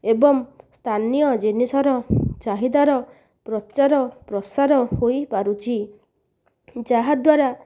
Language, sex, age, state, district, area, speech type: Odia, female, 30-45, Odisha, Nayagarh, rural, spontaneous